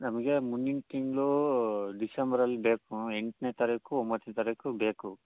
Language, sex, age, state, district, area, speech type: Kannada, male, 30-45, Karnataka, Davanagere, rural, conversation